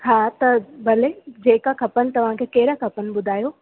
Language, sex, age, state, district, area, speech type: Sindhi, female, 18-30, Rajasthan, Ajmer, urban, conversation